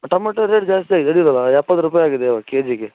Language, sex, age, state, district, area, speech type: Kannada, male, 18-30, Karnataka, Shimoga, rural, conversation